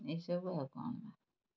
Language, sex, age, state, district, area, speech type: Odia, female, 60+, Odisha, Kendrapara, urban, spontaneous